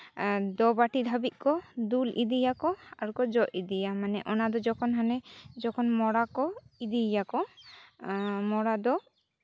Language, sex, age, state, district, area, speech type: Santali, female, 18-30, West Bengal, Jhargram, rural, spontaneous